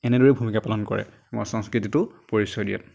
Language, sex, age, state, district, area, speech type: Assamese, male, 30-45, Assam, Darrang, rural, spontaneous